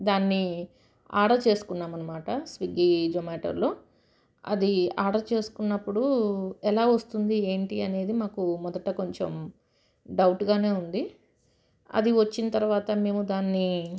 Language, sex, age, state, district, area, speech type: Telugu, female, 30-45, Telangana, Medchal, rural, spontaneous